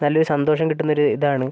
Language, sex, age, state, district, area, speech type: Malayalam, male, 30-45, Kerala, Wayanad, rural, spontaneous